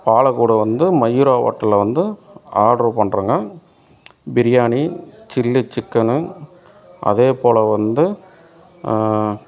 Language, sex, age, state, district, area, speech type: Tamil, male, 30-45, Tamil Nadu, Dharmapuri, urban, spontaneous